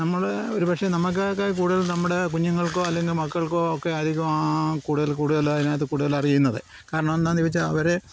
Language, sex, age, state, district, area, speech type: Malayalam, male, 60+, Kerala, Pathanamthitta, rural, spontaneous